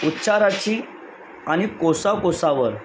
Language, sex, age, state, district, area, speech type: Marathi, male, 30-45, Maharashtra, Palghar, urban, spontaneous